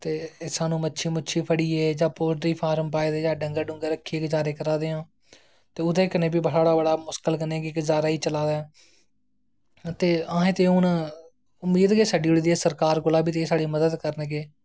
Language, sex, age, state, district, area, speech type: Dogri, male, 18-30, Jammu and Kashmir, Jammu, rural, spontaneous